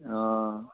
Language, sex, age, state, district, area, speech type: Assamese, male, 18-30, Assam, Sivasagar, rural, conversation